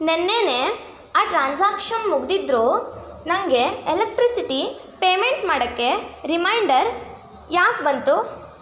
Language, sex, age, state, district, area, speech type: Kannada, female, 18-30, Karnataka, Tumkur, rural, read